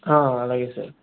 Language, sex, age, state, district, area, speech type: Telugu, male, 18-30, Andhra Pradesh, Chittoor, rural, conversation